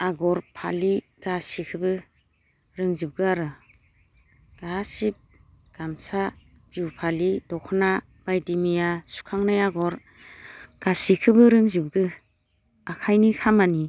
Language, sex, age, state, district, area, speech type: Bodo, female, 45-60, Assam, Baksa, rural, spontaneous